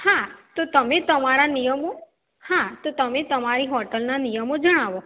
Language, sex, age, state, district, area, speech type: Gujarati, female, 45-60, Gujarat, Mehsana, rural, conversation